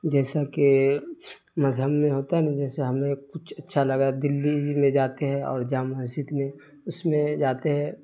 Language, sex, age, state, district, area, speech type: Urdu, male, 30-45, Bihar, Darbhanga, urban, spontaneous